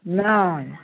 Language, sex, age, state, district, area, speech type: Maithili, female, 60+, Bihar, Muzaffarpur, rural, conversation